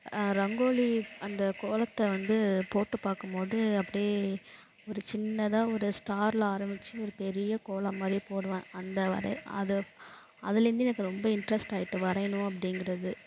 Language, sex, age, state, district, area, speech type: Tamil, female, 30-45, Tamil Nadu, Thanjavur, rural, spontaneous